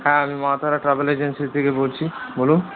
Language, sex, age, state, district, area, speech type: Bengali, male, 60+, West Bengal, Paschim Bardhaman, urban, conversation